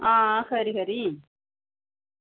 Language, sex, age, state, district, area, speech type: Dogri, female, 30-45, Jammu and Kashmir, Udhampur, rural, conversation